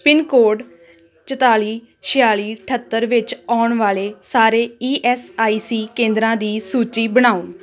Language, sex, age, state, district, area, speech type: Punjabi, female, 18-30, Punjab, Tarn Taran, rural, read